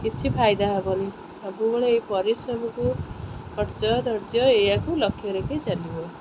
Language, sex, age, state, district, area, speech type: Odia, female, 30-45, Odisha, Kendrapara, urban, spontaneous